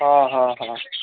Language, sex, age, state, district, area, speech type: Odia, male, 18-30, Odisha, Cuttack, urban, conversation